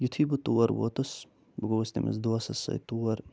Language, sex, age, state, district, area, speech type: Kashmiri, male, 45-60, Jammu and Kashmir, Budgam, urban, spontaneous